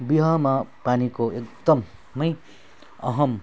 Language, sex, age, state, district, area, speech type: Nepali, male, 30-45, West Bengal, Alipurduar, urban, spontaneous